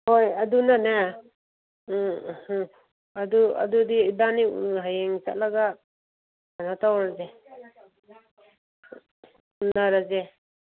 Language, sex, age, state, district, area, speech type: Manipuri, female, 45-60, Manipur, Kangpokpi, urban, conversation